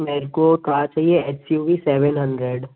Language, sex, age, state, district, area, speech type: Hindi, male, 30-45, Madhya Pradesh, Jabalpur, urban, conversation